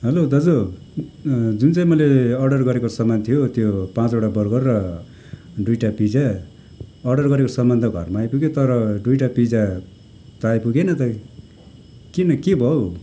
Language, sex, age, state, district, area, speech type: Nepali, male, 45-60, West Bengal, Kalimpong, rural, spontaneous